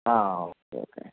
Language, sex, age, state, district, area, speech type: Malayalam, male, 18-30, Kerala, Wayanad, rural, conversation